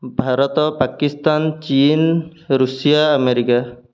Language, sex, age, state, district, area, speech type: Odia, male, 18-30, Odisha, Jagatsinghpur, rural, spontaneous